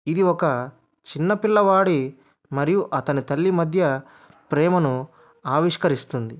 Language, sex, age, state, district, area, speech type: Telugu, male, 30-45, Andhra Pradesh, Anantapur, urban, spontaneous